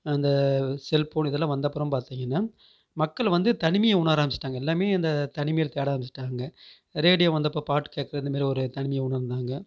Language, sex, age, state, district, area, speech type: Tamil, male, 30-45, Tamil Nadu, Namakkal, rural, spontaneous